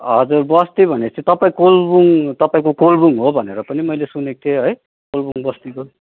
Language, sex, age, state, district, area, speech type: Nepali, male, 30-45, West Bengal, Darjeeling, rural, conversation